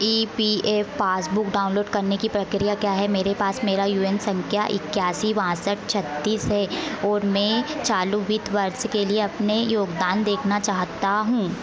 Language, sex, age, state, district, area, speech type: Hindi, female, 18-30, Madhya Pradesh, Harda, rural, read